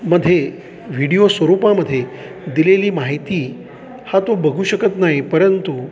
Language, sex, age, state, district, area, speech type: Marathi, male, 45-60, Maharashtra, Satara, rural, spontaneous